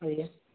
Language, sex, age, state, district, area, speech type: Odia, male, 60+, Odisha, Jajpur, rural, conversation